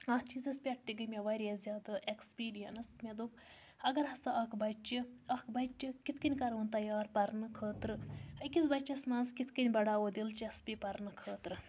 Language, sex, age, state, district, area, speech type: Kashmiri, female, 30-45, Jammu and Kashmir, Budgam, rural, spontaneous